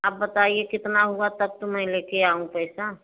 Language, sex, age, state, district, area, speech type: Hindi, female, 60+, Uttar Pradesh, Prayagraj, rural, conversation